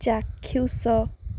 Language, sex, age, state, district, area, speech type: Odia, female, 18-30, Odisha, Jagatsinghpur, rural, read